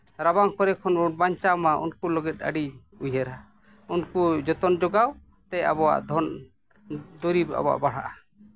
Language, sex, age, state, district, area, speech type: Santali, male, 45-60, Jharkhand, East Singhbhum, rural, spontaneous